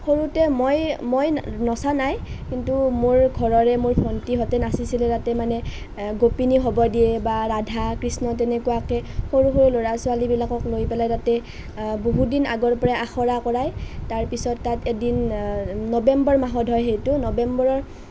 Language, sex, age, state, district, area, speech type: Assamese, female, 18-30, Assam, Nalbari, rural, spontaneous